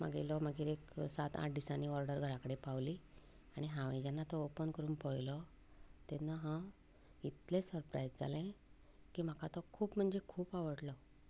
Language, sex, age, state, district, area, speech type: Goan Konkani, female, 45-60, Goa, Canacona, rural, spontaneous